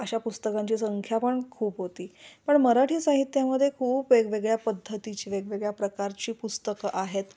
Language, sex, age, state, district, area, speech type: Marathi, female, 45-60, Maharashtra, Kolhapur, urban, spontaneous